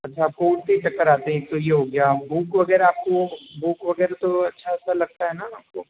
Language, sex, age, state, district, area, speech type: Hindi, male, 30-45, Rajasthan, Jodhpur, urban, conversation